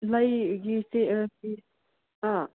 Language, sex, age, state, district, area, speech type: Manipuri, female, 18-30, Manipur, Kangpokpi, rural, conversation